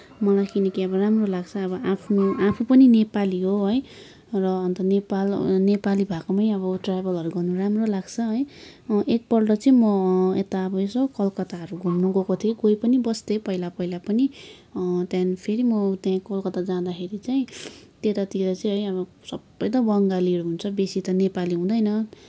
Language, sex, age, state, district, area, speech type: Nepali, female, 18-30, West Bengal, Kalimpong, rural, spontaneous